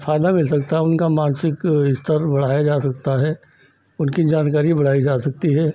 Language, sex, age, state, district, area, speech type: Hindi, male, 60+, Uttar Pradesh, Lucknow, rural, spontaneous